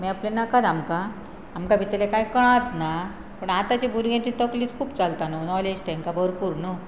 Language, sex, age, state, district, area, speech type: Goan Konkani, female, 30-45, Goa, Pernem, rural, spontaneous